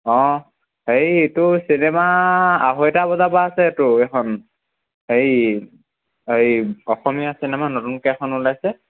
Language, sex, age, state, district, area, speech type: Assamese, male, 45-60, Assam, Charaideo, rural, conversation